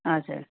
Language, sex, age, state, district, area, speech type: Nepali, female, 45-60, West Bengal, Kalimpong, rural, conversation